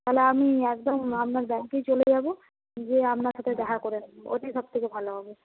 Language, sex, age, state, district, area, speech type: Bengali, female, 45-60, West Bengal, Purba Medinipur, rural, conversation